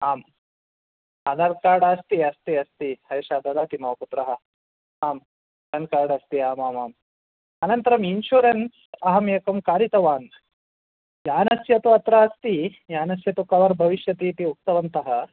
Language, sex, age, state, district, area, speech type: Sanskrit, male, 45-60, Karnataka, Bangalore Urban, urban, conversation